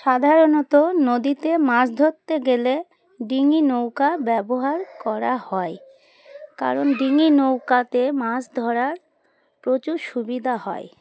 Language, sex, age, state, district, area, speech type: Bengali, female, 30-45, West Bengal, Dakshin Dinajpur, urban, spontaneous